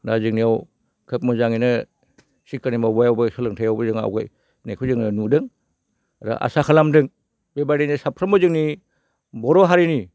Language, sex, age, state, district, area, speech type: Bodo, male, 60+, Assam, Baksa, rural, spontaneous